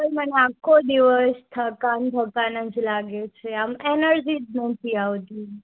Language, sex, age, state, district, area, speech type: Gujarati, female, 18-30, Gujarat, Morbi, urban, conversation